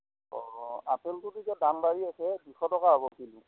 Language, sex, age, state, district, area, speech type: Assamese, male, 45-60, Assam, Darrang, rural, conversation